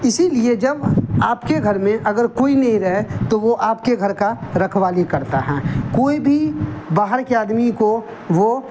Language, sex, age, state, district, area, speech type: Urdu, male, 45-60, Bihar, Darbhanga, rural, spontaneous